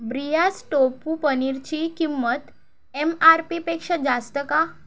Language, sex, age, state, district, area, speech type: Marathi, female, 30-45, Maharashtra, Thane, urban, read